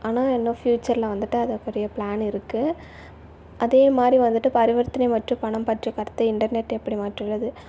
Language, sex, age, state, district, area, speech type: Tamil, female, 18-30, Tamil Nadu, Tiruvallur, urban, spontaneous